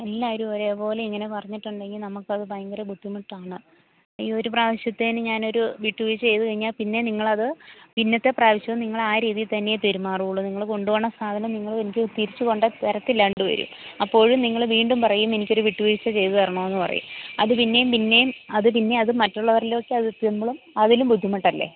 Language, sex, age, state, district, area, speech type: Malayalam, female, 30-45, Kerala, Idukki, rural, conversation